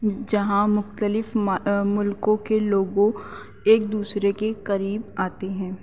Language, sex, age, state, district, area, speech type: Urdu, female, 18-30, Delhi, North East Delhi, urban, spontaneous